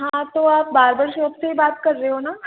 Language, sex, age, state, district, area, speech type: Hindi, female, 18-30, Rajasthan, Jaipur, urban, conversation